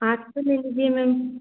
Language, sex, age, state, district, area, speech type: Hindi, female, 45-60, Madhya Pradesh, Gwalior, rural, conversation